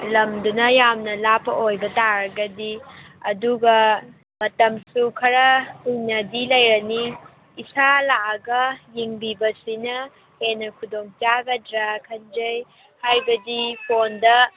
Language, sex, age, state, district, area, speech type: Manipuri, female, 18-30, Manipur, Kangpokpi, urban, conversation